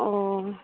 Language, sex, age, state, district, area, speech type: Santali, female, 18-30, West Bengal, Purba Bardhaman, rural, conversation